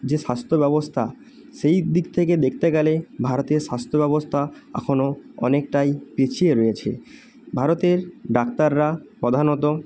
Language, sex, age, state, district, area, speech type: Bengali, male, 18-30, West Bengal, Purba Medinipur, rural, spontaneous